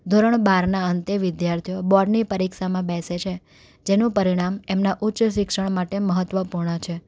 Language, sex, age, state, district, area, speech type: Gujarati, female, 18-30, Gujarat, Anand, urban, spontaneous